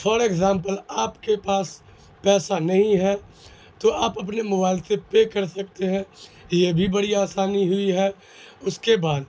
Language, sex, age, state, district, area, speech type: Urdu, male, 18-30, Bihar, Madhubani, rural, spontaneous